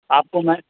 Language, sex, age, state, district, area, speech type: Urdu, male, 30-45, Bihar, East Champaran, urban, conversation